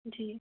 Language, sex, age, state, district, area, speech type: Hindi, female, 30-45, Madhya Pradesh, Balaghat, rural, conversation